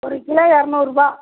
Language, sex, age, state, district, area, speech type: Tamil, female, 60+, Tamil Nadu, Perambalur, rural, conversation